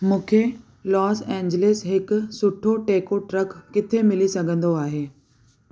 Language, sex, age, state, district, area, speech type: Sindhi, female, 30-45, Delhi, South Delhi, urban, read